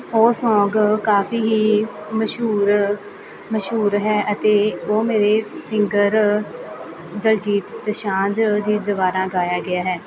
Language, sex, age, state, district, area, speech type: Punjabi, female, 18-30, Punjab, Muktsar, rural, spontaneous